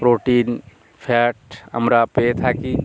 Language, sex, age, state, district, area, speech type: Bengali, male, 60+, West Bengal, Bankura, urban, spontaneous